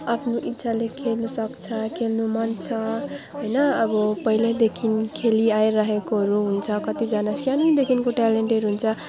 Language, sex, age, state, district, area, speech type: Nepali, female, 18-30, West Bengal, Alipurduar, urban, spontaneous